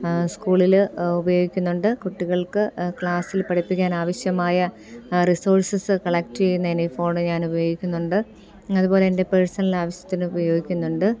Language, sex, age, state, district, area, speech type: Malayalam, female, 30-45, Kerala, Thiruvananthapuram, urban, spontaneous